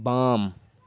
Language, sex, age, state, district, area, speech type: Maithili, male, 18-30, Bihar, Darbhanga, urban, read